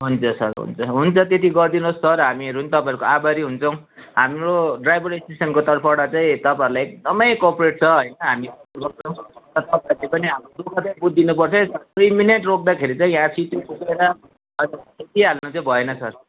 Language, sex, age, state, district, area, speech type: Nepali, male, 45-60, West Bengal, Darjeeling, urban, conversation